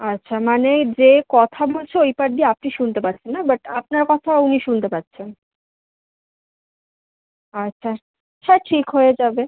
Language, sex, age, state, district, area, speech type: Bengali, female, 18-30, West Bengal, Kolkata, urban, conversation